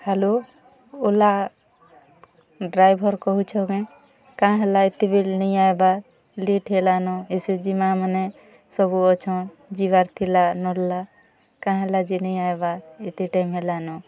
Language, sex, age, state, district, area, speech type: Odia, female, 45-60, Odisha, Kalahandi, rural, spontaneous